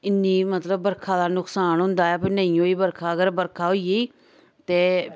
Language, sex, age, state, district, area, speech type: Dogri, female, 45-60, Jammu and Kashmir, Samba, urban, spontaneous